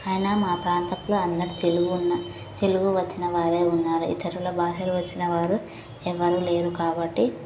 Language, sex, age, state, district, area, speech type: Telugu, female, 18-30, Telangana, Nagarkurnool, rural, spontaneous